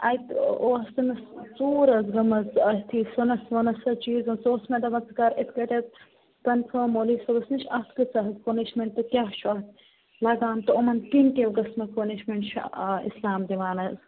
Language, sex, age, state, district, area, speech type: Kashmiri, female, 18-30, Jammu and Kashmir, Bandipora, rural, conversation